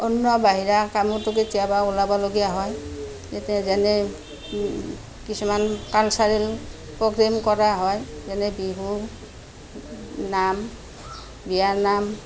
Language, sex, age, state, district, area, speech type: Assamese, female, 45-60, Assam, Kamrup Metropolitan, urban, spontaneous